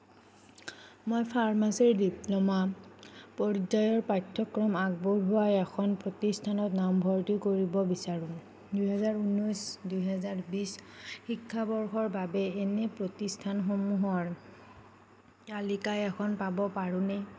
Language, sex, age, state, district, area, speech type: Assamese, female, 45-60, Assam, Nagaon, rural, read